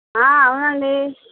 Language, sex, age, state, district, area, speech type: Telugu, female, 60+, Andhra Pradesh, Krishna, urban, conversation